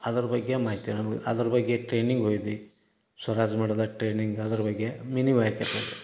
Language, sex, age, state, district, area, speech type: Kannada, male, 60+, Karnataka, Gadag, rural, spontaneous